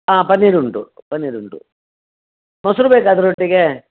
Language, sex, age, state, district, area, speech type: Kannada, male, 60+, Karnataka, Dakshina Kannada, rural, conversation